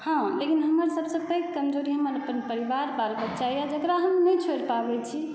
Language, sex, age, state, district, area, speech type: Maithili, female, 30-45, Bihar, Saharsa, rural, spontaneous